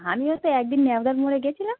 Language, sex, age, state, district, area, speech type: Bengali, female, 30-45, West Bengal, North 24 Parganas, urban, conversation